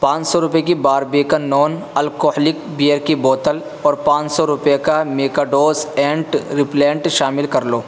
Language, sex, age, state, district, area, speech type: Urdu, male, 18-30, Uttar Pradesh, Saharanpur, urban, read